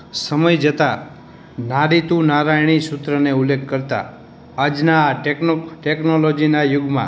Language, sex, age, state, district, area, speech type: Gujarati, male, 18-30, Gujarat, Morbi, urban, spontaneous